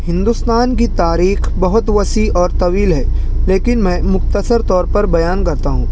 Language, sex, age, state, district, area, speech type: Urdu, male, 60+, Maharashtra, Nashik, rural, spontaneous